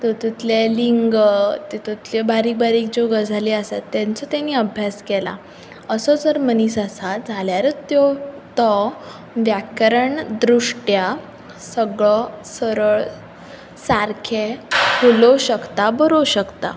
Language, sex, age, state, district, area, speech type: Goan Konkani, female, 18-30, Goa, Bardez, urban, spontaneous